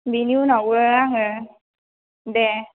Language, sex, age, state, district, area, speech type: Bodo, female, 18-30, Assam, Baksa, rural, conversation